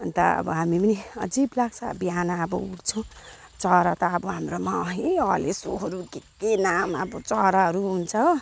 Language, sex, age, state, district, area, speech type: Nepali, female, 45-60, West Bengal, Alipurduar, urban, spontaneous